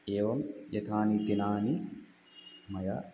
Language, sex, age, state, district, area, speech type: Sanskrit, male, 30-45, Tamil Nadu, Chennai, urban, spontaneous